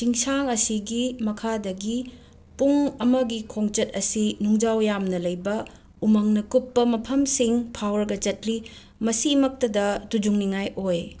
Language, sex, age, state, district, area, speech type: Manipuri, female, 30-45, Manipur, Imphal West, urban, read